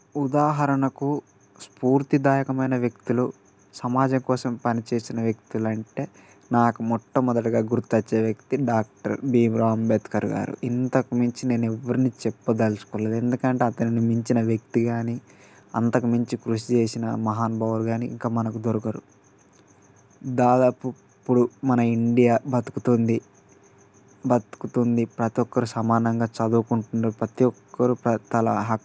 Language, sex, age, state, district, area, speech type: Telugu, male, 45-60, Telangana, Mancherial, rural, spontaneous